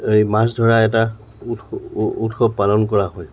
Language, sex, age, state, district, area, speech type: Assamese, male, 60+, Assam, Tinsukia, rural, spontaneous